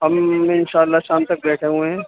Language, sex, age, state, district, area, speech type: Urdu, male, 30-45, Uttar Pradesh, Muzaffarnagar, urban, conversation